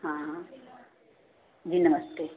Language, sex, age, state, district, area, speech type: Hindi, female, 60+, Uttar Pradesh, Sitapur, rural, conversation